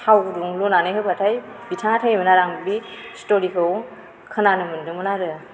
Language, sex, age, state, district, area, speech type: Bodo, female, 18-30, Assam, Baksa, rural, spontaneous